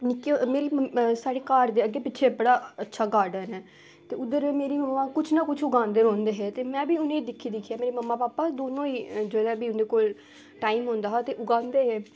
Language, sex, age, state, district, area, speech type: Dogri, female, 18-30, Jammu and Kashmir, Samba, rural, spontaneous